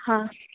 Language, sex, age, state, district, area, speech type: Hindi, female, 18-30, Rajasthan, Jodhpur, urban, conversation